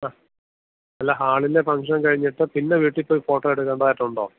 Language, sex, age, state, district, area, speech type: Malayalam, male, 30-45, Kerala, Thiruvananthapuram, rural, conversation